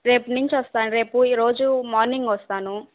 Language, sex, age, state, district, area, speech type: Telugu, female, 18-30, Andhra Pradesh, Kadapa, rural, conversation